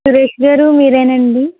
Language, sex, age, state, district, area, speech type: Telugu, female, 30-45, Andhra Pradesh, Konaseema, rural, conversation